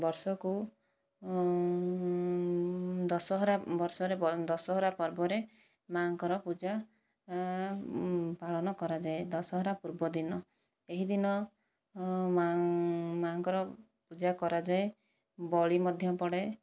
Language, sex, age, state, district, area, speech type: Odia, female, 45-60, Odisha, Kandhamal, rural, spontaneous